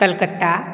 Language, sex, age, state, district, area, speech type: Goan Konkani, female, 45-60, Goa, Ponda, rural, spontaneous